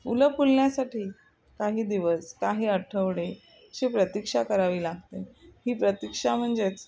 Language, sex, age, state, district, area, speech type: Marathi, female, 45-60, Maharashtra, Thane, rural, spontaneous